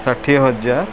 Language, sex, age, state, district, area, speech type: Odia, male, 45-60, Odisha, Sundergarh, urban, spontaneous